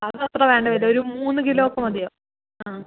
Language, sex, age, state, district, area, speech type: Malayalam, female, 45-60, Kerala, Palakkad, rural, conversation